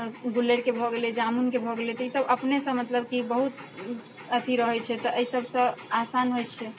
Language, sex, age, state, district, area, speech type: Maithili, female, 30-45, Bihar, Sitamarhi, rural, spontaneous